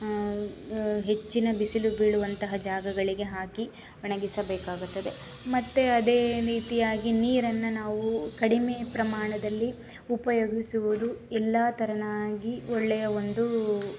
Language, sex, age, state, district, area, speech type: Kannada, female, 30-45, Karnataka, Shimoga, rural, spontaneous